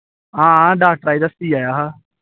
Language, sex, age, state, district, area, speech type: Dogri, male, 18-30, Jammu and Kashmir, Samba, rural, conversation